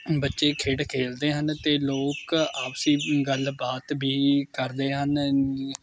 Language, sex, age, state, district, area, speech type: Punjabi, male, 18-30, Punjab, Mohali, rural, spontaneous